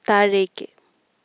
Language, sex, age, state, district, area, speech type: Malayalam, female, 18-30, Kerala, Idukki, rural, read